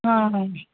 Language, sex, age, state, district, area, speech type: Tamil, female, 30-45, Tamil Nadu, Tiruvallur, urban, conversation